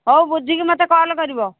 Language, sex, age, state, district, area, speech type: Odia, female, 60+, Odisha, Angul, rural, conversation